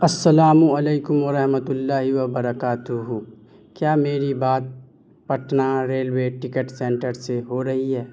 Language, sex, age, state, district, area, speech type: Urdu, male, 18-30, Bihar, Madhubani, rural, spontaneous